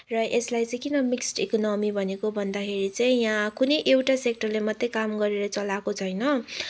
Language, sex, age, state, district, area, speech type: Nepali, female, 18-30, West Bengal, Kalimpong, rural, spontaneous